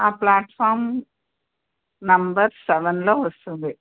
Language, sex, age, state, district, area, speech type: Telugu, female, 60+, Andhra Pradesh, Anantapur, urban, conversation